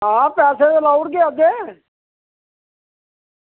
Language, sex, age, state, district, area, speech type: Dogri, male, 60+, Jammu and Kashmir, Reasi, rural, conversation